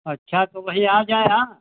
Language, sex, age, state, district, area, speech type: Hindi, male, 60+, Uttar Pradesh, Hardoi, rural, conversation